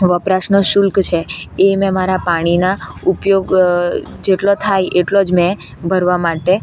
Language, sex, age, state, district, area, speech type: Gujarati, female, 18-30, Gujarat, Narmada, urban, spontaneous